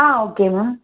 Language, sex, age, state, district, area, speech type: Tamil, female, 18-30, Tamil Nadu, Kanchipuram, urban, conversation